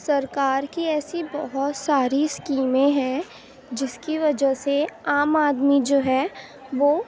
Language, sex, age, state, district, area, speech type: Urdu, female, 18-30, Uttar Pradesh, Ghaziabad, rural, spontaneous